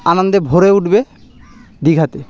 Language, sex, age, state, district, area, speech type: Bengali, male, 30-45, West Bengal, Birbhum, urban, spontaneous